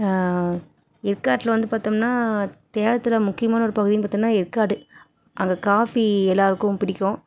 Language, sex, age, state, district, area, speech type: Tamil, female, 30-45, Tamil Nadu, Salem, rural, spontaneous